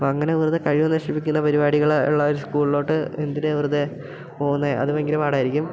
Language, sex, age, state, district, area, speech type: Malayalam, male, 18-30, Kerala, Idukki, rural, spontaneous